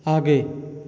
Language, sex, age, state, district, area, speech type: Hindi, male, 45-60, Uttar Pradesh, Azamgarh, rural, read